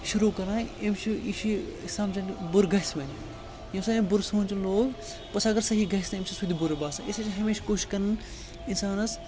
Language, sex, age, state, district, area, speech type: Kashmiri, male, 18-30, Jammu and Kashmir, Srinagar, rural, spontaneous